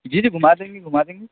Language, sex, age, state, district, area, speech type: Urdu, male, 18-30, Uttar Pradesh, Lucknow, urban, conversation